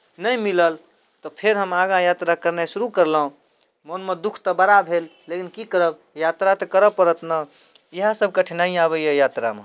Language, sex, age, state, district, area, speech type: Maithili, male, 18-30, Bihar, Darbhanga, urban, spontaneous